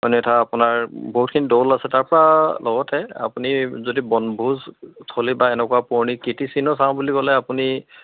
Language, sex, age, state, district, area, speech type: Assamese, male, 30-45, Assam, Charaideo, urban, conversation